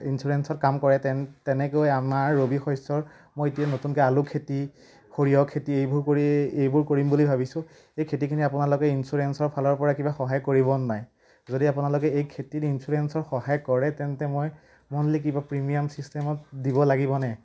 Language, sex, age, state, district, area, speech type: Assamese, male, 18-30, Assam, Majuli, urban, spontaneous